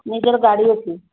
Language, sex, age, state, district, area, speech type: Odia, female, 45-60, Odisha, Sambalpur, rural, conversation